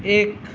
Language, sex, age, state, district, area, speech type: Assamese, male, 30-45, Assam, Nalbari, rural, read